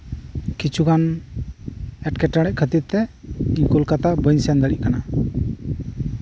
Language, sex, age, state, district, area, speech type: Santali, male, 30-45, West Bengal, Birbhum, rural, spontaneous